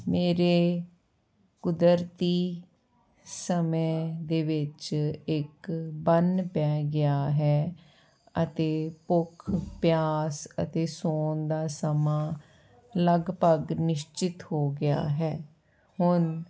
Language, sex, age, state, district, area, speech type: Punjabi, female, 45-60, Punjab, Ludhiana, rural, spontaneous